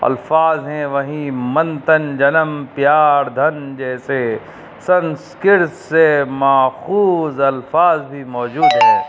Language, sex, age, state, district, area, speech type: Urdu, male, 30-45, Uttar Pradesh, Rampur, urban, spontaneous